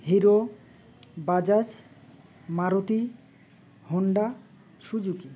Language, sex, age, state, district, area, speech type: Bengali, male, 30-45, West Bengal, Uttar Dinajpur, urban, spontaneous